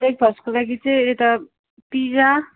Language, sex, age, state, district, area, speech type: Nepali, female, 18-30, West Bengal, Kalimpong, rural, conversation